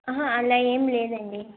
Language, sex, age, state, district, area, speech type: Telugu, female, 18-30, Andhra Pradesh, Annamaya, rural, conversation